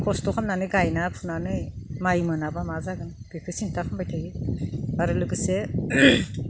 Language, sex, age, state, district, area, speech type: Bodo, female, 45-60, Assam, Udalguri, rural, spontaneous